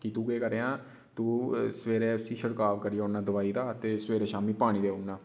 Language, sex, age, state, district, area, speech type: Dogri, male, 18-30, Jammu and Kashmir, Udhampur, rural, spontaneous